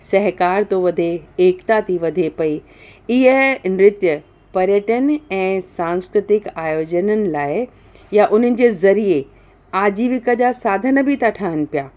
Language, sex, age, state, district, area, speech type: Sindhi, female, 60+, Uttar Pradesh, Lucknow, rural, spontaneous